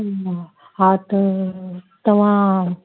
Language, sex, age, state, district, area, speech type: Sindhi, female, 45-60, Gujarat, Kutch, rural, conversation